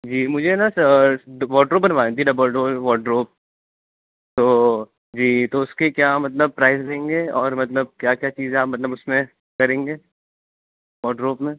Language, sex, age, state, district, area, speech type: Urdu, male, 18-30, Uttar Pradesh, Rampur, urban, conversation